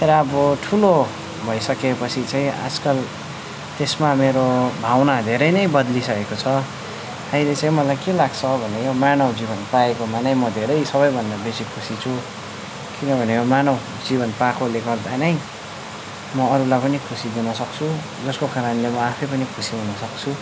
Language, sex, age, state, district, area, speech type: Nepali, male, 18-30, West Bengal, Darjeeling, rural, spontaneous